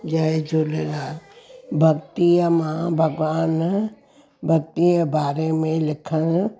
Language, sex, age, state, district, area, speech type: Sindhi, female, 60+, Gujarat, Surat, urban, spontaneous